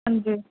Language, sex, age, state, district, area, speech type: Punjabi, female, 18-30, Punjab, Muktsar, urban, conversation